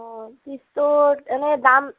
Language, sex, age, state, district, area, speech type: Assamese, female, 30-45, Assam, Nagaon, urban, conversation